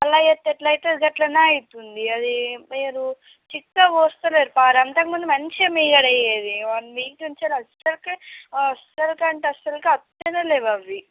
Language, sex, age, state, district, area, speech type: Telugu, female, 45-60, Andhra Pradesh, Srikakulam, rural, conversation